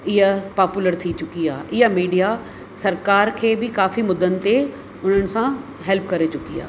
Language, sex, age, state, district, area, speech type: Sindhi, female, 60+, Rajasthan, Ajmer, urban, spontaneous